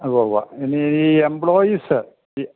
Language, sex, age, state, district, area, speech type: Malayalam, male, 60+, Kerala, Idukki, rural, conversation